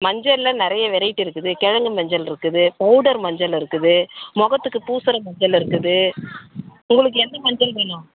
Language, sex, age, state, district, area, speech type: Tamil, female, 30-45, Tamil Nadu, Tiruvannamalai, urban, conversation